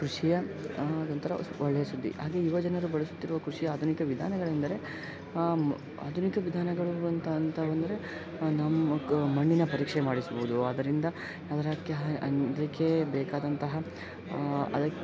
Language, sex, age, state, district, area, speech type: Kannada, male, 18-30, Karnataka, Koppal, rural, spontaneous